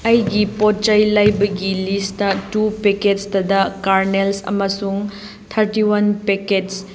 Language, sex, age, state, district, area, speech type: Manipuri, female, 30-45, Manipur, Chandel, rural, read